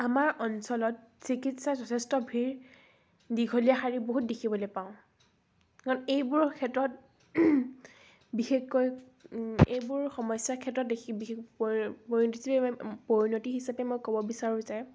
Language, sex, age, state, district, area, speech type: Assamese, female, 18-30, Assam, Biswanath, rural, spontaneous